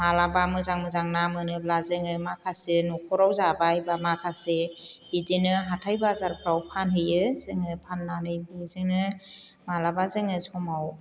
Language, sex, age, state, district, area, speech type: Bodo, female, 60+, Assam, Chirang, rural, spontaneous